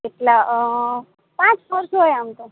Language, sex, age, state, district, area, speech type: Gujarati, female, 30-45, Gujarat, Morbi, rural, conversation